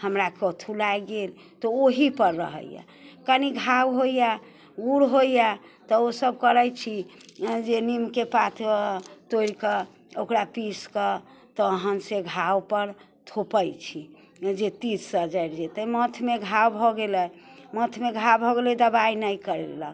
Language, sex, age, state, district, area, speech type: Maithili, female, 60+, Bihar, Muzaffarpur, urban, spontaneous